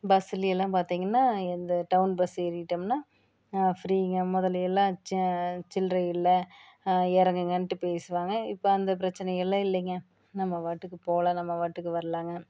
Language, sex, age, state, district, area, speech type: Tamil, female, 30-45, Tamil Nadu, Tiruppur, rural, spontaneous